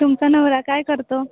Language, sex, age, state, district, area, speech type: Marathi, female, 30-45, Maharashtra, Nagpur, rural, conversation